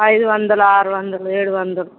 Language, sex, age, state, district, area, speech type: Telugu, female, 30-45, Telangana, Mancherial, rural, conversation